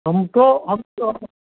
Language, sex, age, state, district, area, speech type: Hindi, male, 60+, Uttar Pradesh, Azamgarh, rural, conversation